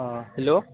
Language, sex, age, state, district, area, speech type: Odia, male, 30-45, Odisha, Balangir, urban, conversation